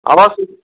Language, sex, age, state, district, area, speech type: Kashmiri, male, 30-45, Jammu and Kashmir, Kulgam, urban, conversation